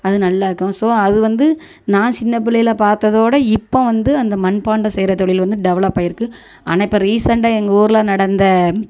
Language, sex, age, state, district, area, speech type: Tamil, female, 30-45, Tamil Nadu, Thoothukudi, rural, spontaneous